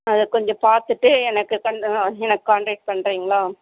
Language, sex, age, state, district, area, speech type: Tamil, female, 45-60, Tamil Nadu, Tiruppur, rural, conversation